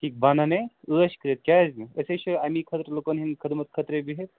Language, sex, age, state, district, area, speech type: Kashmiri, male, 30-45, Jammu and Kashmir, Srinagar, urban, conversation